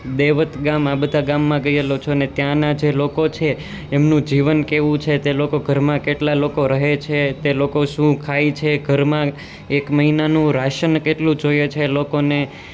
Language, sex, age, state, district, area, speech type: Gujarati, male, 18-30, Gujarat, Surat, urban, spontaneous